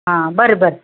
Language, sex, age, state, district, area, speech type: Kannada, female, 60+, Karnataka, Bidar, urban, conversation